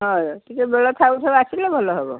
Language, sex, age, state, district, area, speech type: Odia, female, 60+, Odisha, Cuttack, urban, conversation